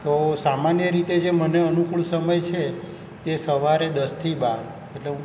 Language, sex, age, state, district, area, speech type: Gujarati, male, 60+, Gujarat, Surat, urban, spontaneous